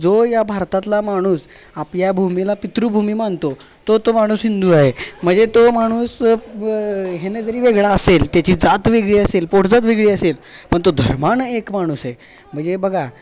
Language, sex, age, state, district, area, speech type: Marathi, male, 18-30, Maharashtra, Sangli, urban, spontaneous